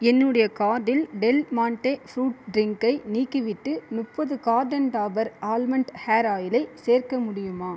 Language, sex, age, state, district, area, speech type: Tamil, female, 18-30, Tamil Nadu, Viluppuram, urban, read